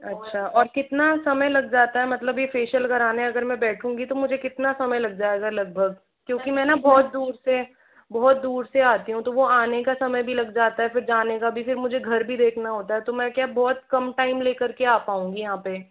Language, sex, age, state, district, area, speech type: Hindi, female, 45-60, Rajasthan, Jaipur, urban, conversation